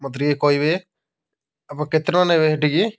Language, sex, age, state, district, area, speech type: Odia, male, 30-45, Odisha, Kendujhar, urban, spontaneous